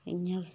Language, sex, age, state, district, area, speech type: Dogri, female, 30-45, Jammu and Kashmir, Samba, urban, spontaneous